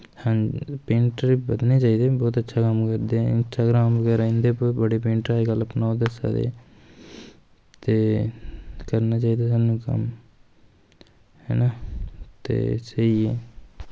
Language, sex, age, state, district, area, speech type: Dogri, male, 18-30, Jammu and Kashmir, Kathua, rural, spontaneous